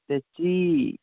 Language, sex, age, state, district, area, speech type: Malayalam, male, 45-60, Kerala, Palakkad, urban, conversation